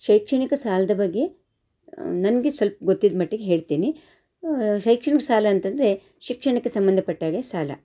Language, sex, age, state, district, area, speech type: Kannada, female, 45-60, Karnataka, Shimoga, rural, spontaneous